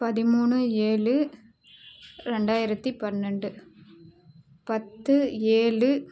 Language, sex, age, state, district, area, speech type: Tamil, female, 18-30, Tamil Nadu, Dharmapuri, rural, spontaneous